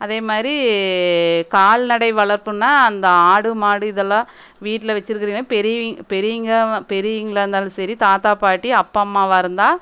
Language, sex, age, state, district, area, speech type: Tamil, female, 30-45, Tamil Nadu, Erode, rural, spontaneous